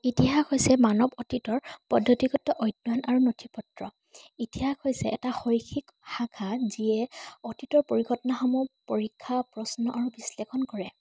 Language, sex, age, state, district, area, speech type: Assamese, female, 18-30, Assam, Majuli, urban, spontaneous